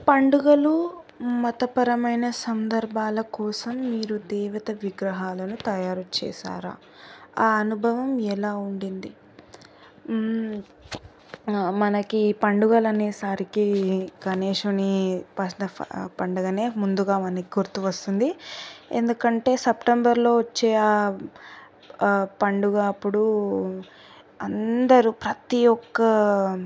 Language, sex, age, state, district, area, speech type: Telugu, female, 18-30, Telangana, Sangareddy, urban, spontaneous